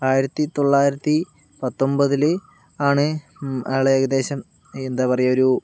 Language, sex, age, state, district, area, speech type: Malayalam, male, 45-60, Kerala, Palakkad, urban, spontaneous